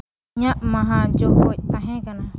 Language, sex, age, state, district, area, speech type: Santali, female, 18-30, Jharkhand, Seraikela Kharsawan, rural, read